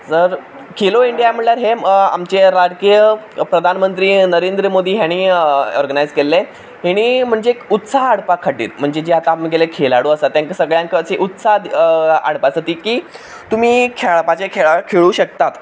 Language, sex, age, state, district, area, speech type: Goan Konkani, male, 18-30, Goa, Quepem, rural, spontaneous